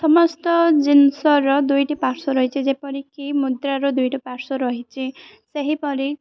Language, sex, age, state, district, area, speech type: Odia, female, 18-30, Odisha, Koraput, urban, spontaneous